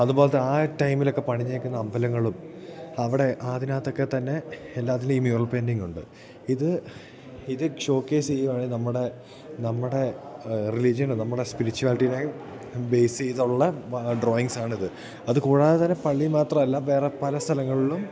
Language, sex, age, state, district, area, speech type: Malayalam, male, 18-30, Kerala, Idukki, rural, spontaneous